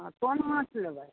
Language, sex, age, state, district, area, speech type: Maithili, female, 60+, Bihar, Begusarai, rural, conversation